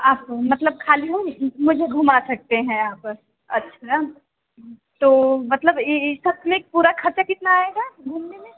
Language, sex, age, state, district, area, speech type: Hindi, female, 18-30, Uttar Pradesh, Mirzapur, urban, conversation